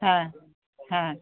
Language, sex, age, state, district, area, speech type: Bengali, female, 45-60, West Bengal, Darjeeling, urban, conversation